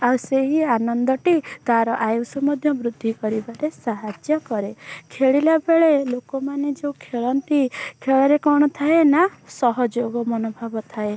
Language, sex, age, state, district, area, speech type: Odia, female, 18-30, Odisha, Bhadrak, rural, spontaneous